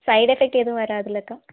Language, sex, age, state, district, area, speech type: Tamil, female, 30-45, Tamil Nadu, Madurai, urban, conversation